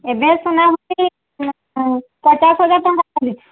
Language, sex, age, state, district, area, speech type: Odia, female, 45-60, Odisha, Mayurbhanj, rural, conversation